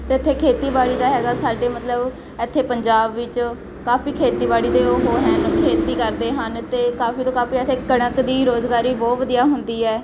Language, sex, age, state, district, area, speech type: Punjabi, female, 18-30, Punjab, Shaheed Bhagat Singh Nagar, rural, spontaneous